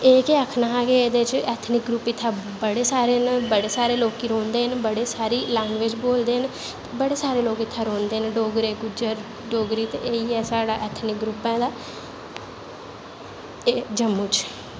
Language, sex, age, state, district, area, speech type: Dogri, female, 18-30, Jammu and Kashmir, Jammu, urban, spontaneous